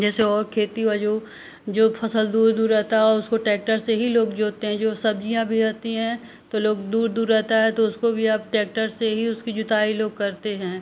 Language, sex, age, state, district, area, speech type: Hindi, female, 30-45, Uttar Pradesh, Ghazipur, rural, spontaneous